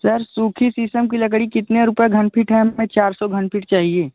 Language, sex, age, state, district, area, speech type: Hindi, male, 18-30, Uttar Pradesh, Jaunpur, urban, conversation